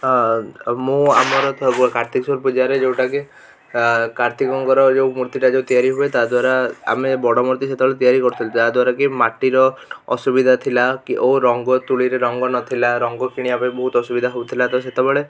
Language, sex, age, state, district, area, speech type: Odia, male, 18-30, Odisha, Cuttack, urban, spontaneous